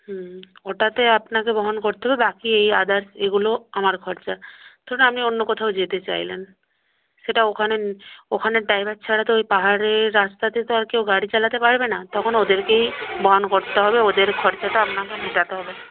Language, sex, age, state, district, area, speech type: Bengali, female, 45-60, West Bengal, Purba Medinipur, rural, conversation